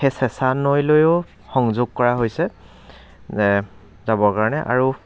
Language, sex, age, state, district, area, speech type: Assamese, male, 30-45, Assam, Dibrugarh, rural, spontaneous